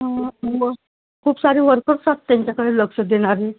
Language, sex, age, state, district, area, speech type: Marathi, female, 30-45, Maharashtra, Nagpur, urban, conversation